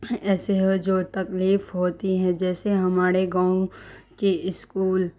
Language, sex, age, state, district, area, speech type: Urdu, female, 30-45, Bihar, Darbhanga, rural, spontaneous